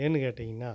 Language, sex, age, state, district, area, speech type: Tamil, male, 45-60, Tamil Nadu, Namakkal, rural, spontaneous